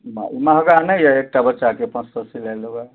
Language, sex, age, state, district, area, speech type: Maithili, male, 45-60, Bihar, Araria, urban, conversation